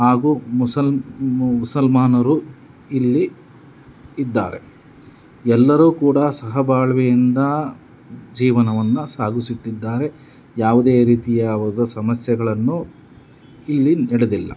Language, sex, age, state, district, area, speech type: Kannada, male, 30-45, Karnataka, Davanagere, rural, spontaneous